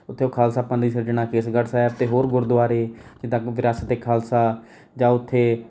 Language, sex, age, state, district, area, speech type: Punjabi, male, 18-30, Punjab, Rupnagar, rural, spontaneous